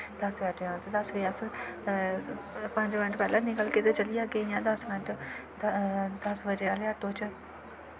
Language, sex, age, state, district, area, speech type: Dogri, female, 18-30, Jammu and Kashmir, Kathua, rural, spontaneous